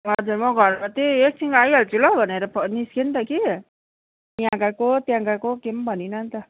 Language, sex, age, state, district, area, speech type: Nepali, female, 30-45, West Bengal, Darjeeling, rural, conversation